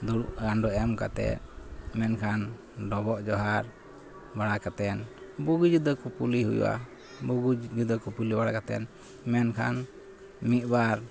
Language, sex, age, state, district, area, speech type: Santali, male, 45-60, West Bengal, Malda, rural, spontaneous